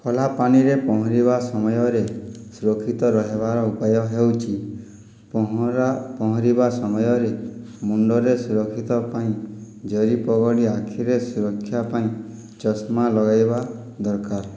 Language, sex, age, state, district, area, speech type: Odia, male, 60+, Odisha, Boudh, rural, spontaneous